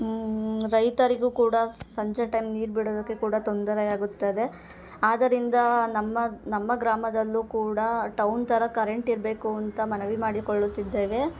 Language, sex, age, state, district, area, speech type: Kannada, female, 30-45, Karnataka, Hassan, urban, spontaneous